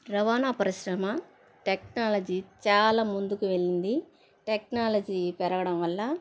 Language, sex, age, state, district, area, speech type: Telugu, female, 30-45, Andhra Pradesh, Sri Balaji, rural, spontaneous